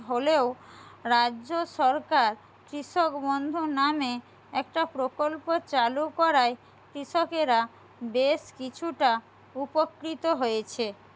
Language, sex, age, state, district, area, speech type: Bengali, female, 45-60, West Bengal, Jhargram, rural, spontaneous